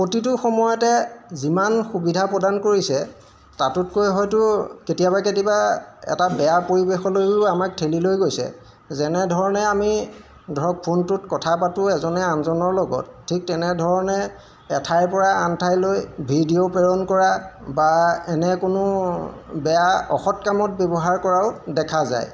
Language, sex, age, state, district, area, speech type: Assamese, male, 45-60, Assam, Golaghat, urban, spontaneous